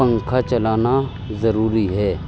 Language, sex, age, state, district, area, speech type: Urdu, male, 18-30, Uttar Pradesh, Muzaffarnagar, urban, spontaneous